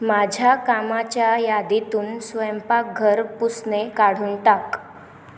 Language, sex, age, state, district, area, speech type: Marathi, female, 18-30, Maharashtra, Washim, rural, read